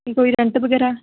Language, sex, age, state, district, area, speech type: Punjabi, female, 18-30, Punjab, Shaheed Bhagat Singh Nagar, urban, conversation